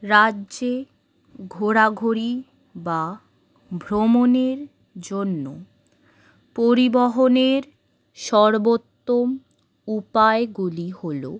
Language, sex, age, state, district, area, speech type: Bengali, female, 18-30, West Bengal, Howrah, urban, spontaneous